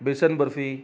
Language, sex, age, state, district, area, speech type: Marathi, male, 45-60, Maharashtra, Jalna, urban, spontaneous